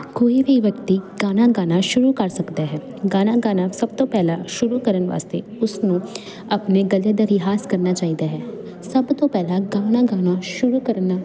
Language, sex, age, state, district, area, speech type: Punjabi, female, 18-30, Punjab, Jalandhar, urban, spontaneous